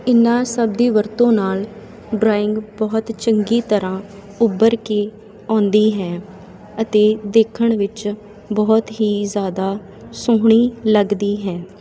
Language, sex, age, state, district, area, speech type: Punjabi, female, 30-45, Punjab, Sangrur, rural, spontaneous